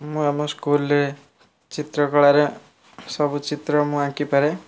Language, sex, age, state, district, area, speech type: Odia, male, 18-30, Odisha, Kendrapara, urban, spontaneous